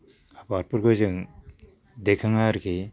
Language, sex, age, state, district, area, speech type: Bodo, male, 60+, Assam, Chirang, rural, spontaneous